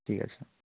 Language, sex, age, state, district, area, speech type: Bengali, male, 18-30, West Bengal, North 24 Parganas, rural, conversation